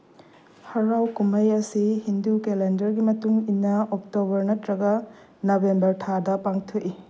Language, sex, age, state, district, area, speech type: Manipuri, female, 30-45, Manipur, Bishnupur, rural, read